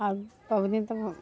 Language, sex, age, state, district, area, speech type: Maithili, female, 30-45, Bihar, Muzaffarpur, rural, spontaneous